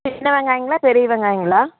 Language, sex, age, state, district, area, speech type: Tamil, female, 18-30, Tamil Nadu, Coimbatore, rural, conversation